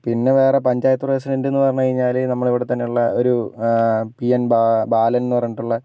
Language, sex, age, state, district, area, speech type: Malayalam, male, 60+, Kerala, Wayanad, rural, spontaneous